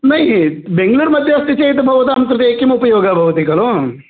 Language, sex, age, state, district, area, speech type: Sanskrit, male, 45-60, Karnataka, Vijayapura, urban, conversation